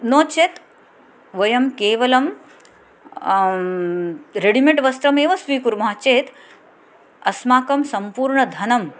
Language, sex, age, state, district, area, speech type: Sanskrit, female, 45-60, Maharashtra, Nagpur, urban, spontaneous